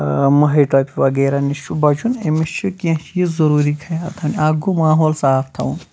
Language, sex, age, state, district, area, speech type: Kashmiri, male, 30-45, Jammu and Kashmir, Shopian, rural, spontaneous